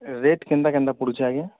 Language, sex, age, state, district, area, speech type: Odia, male, 45-60, Odisha, Nuapada, urban, conversation